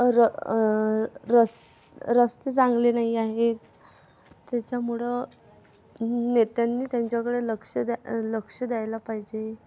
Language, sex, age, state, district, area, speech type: Marathi, female, 18-30, Maharashtra, Akola, rural, spontaneous